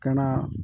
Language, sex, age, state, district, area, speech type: Odia, male, 45-60, Odisha, Jagatsinghpur, urban, spontaneous